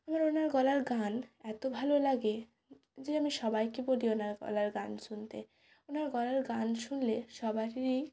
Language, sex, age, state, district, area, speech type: Bengali, female, 18-30, West Bengal, Jalpaiguri, rural, spontaneous